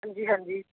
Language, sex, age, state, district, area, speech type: Punjabi, female, 30-45, Punjab, Bathinda, urban, conversation